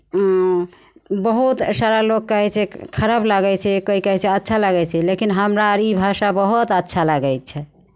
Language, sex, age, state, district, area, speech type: Maithili, female, 45-60, Bihar, Begusarai, rural, spontaneous